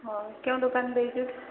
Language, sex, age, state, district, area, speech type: Odia, female, 30-45, Odisha, Sambalpur, rural, conversation